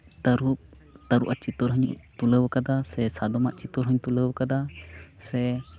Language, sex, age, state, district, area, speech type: Santali, male, 18-30, West Bengal, Uttar Dinajpur, rural, spontaneous